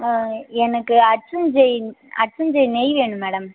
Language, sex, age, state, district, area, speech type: Tamil, female, 18-30, Tamil Nadu, Viluppuram, urban, conversation